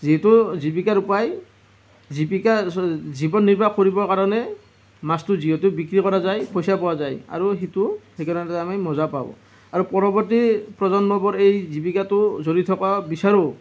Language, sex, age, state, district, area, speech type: Assamese, male, 30-45, Assam, Nalbari, rural, spontaneous